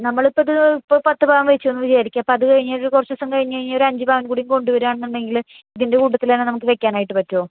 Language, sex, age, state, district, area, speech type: Malayalam, female, 30-45, Kerala, Thrissur, urban, conversation